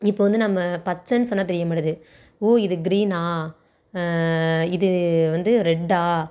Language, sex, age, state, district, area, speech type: Tamil, female, 18-30, Tamil Nadu, Thanjavur, rural, spontaneous